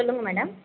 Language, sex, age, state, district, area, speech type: Tamil, female, 30-45, Tamil Nadu, Ranipet, rural, conversation